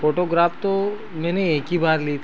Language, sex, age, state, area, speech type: Hindi, male, 30-45, Madhya Pradesh, rural, spontaneous